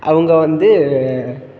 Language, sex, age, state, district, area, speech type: Tamil, male, 18-30, Tamil Nadu, Tiruchirappalli, rural, spontaneous